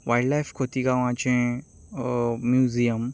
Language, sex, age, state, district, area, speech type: Goan Konkani, male, 30-45, Goa, Canacona, rural, spontaneous